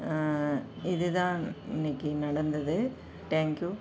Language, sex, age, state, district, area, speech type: Tamil, female, 60+, Tamil Nadu, Dharmapuri, urban, spontaneous